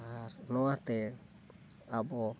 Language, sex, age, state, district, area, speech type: Santali, male, 30-45, Jharkhand, Seraikela Kharsawan, rural, spontaneous